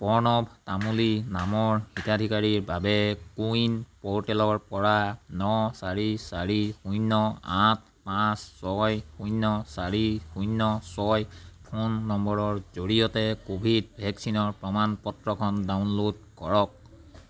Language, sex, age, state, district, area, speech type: Assamese, male, 30-45, Assam, Biswanath, rural, read